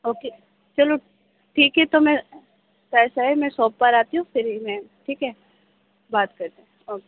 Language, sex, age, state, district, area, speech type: Urdu, female, 18-30, Uttar Pradesh, Gautam Buddha Nagar, urban, conversation